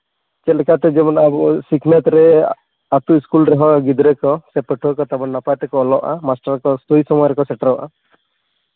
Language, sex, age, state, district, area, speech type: Santali, male, 30-45, Jharkhand, East Singhbhum, rural, conversation